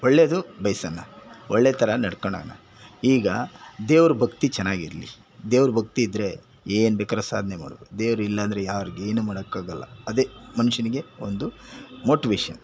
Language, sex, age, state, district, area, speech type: Kannada, male, 60+, Karnataka, Bangalore Rural, rural, spontaneous